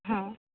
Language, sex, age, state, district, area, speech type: Marathi, female, 18-30, Maharashtra, Thane, rural, conversation